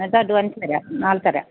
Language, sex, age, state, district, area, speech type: Malayalam, female, 60+, Kerala, Idukki, rural, conversation